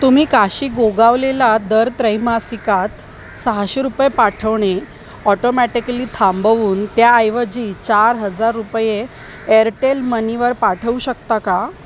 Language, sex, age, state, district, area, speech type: Marathi, female, 30-45, Maharashtra, Mumbai Suburban, urban, read